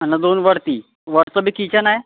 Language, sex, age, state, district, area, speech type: Marathi, male, 18-30, Maharashtra, Nagpur, urban, conversation